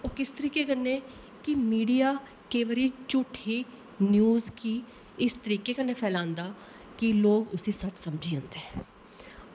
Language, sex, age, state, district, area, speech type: Dogri, female, 30-45, Jammu and Kashmir, Kathua, rural, spontaneous